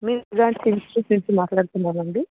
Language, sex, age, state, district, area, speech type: Telugu, female, 45-60, Andhra Pradesh, Visakhapatnam, urban, conversation